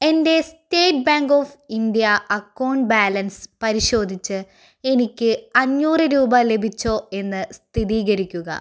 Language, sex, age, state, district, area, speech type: Malayalam, female, 18-30, Kerala, Malappuram, rural, read